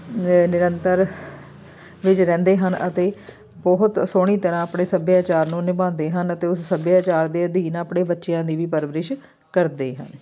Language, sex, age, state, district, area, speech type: Punjabi, female, 30-45, Punjab, Amritsar, urban, spontaneous